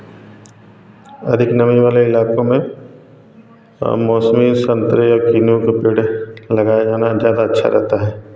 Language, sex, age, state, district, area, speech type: Hindi, male, 45-60, Uttar Pradesh, Varanasi, rural, spontaneous